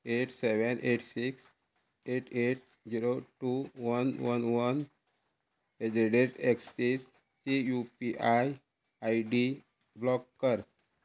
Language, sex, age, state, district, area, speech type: Goan Konkani, male, 45-60, Goa, Quepem, rural, read